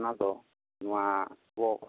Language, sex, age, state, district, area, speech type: Santali, male, 30-45, West Bengal, Bankura, rural, conversation